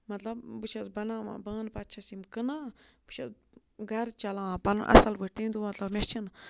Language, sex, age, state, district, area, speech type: Kashmiri, female, 45-60, Jammu and Kashmir, Budgam, rural, spontaneous